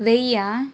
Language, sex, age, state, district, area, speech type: Telugu, female, 18-30, Andhra Pradesh, Palnadu, urban, spontaneous